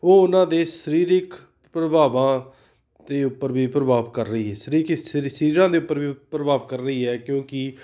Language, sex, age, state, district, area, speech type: Punjabi, male, 30-45, Punjab, Fatehgarh Sahib, urban, spontaneous